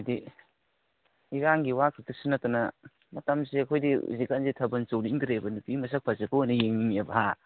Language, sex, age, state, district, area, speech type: Manipuri, male, 18-30, Manipur, Kangpokpi, urban, conversation